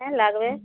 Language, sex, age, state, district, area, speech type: Bengali, female, 45-60, West Bengal, Jhargram, rural, conversation